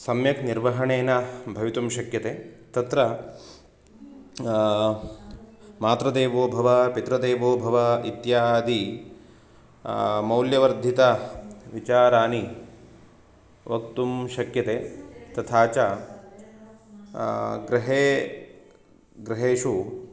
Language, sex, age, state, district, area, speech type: Sanskrit, male, 30-45, Karnataka, Shimoga, rural, spontaneous